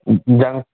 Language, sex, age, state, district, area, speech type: Kannada, male, 18-30, Karnataka, Chitradurga, rural, conversation